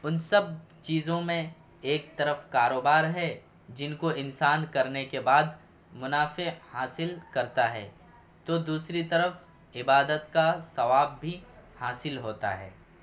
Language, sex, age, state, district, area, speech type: Urdu, male, 18-30, Bihar, Purnia, rural, spontaneous